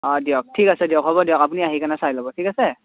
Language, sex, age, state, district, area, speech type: Assamese, male, 18-30, Assam, Morigaon, rural, conversation